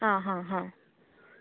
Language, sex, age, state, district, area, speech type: Goan Konkani, female, 30-45, Goa, Ponda, rural, conversation